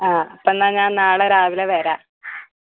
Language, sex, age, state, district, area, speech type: Malayalam, female, 18-30, Kerala, Malappuram, rural, conversation